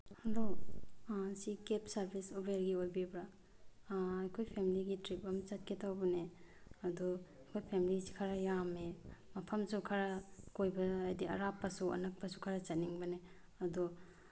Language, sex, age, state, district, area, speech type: Manipuri, female, 18-30, Manipur, Bishnupur, rural, spontaneous